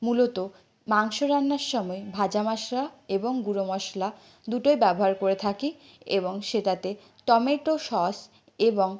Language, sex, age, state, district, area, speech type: Bengali, female, 60+, West Bengal, Purulia, rural, spontaneous